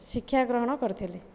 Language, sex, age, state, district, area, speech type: Odia, female, 30-45, Odisha, Jajpur, rural, spontaneous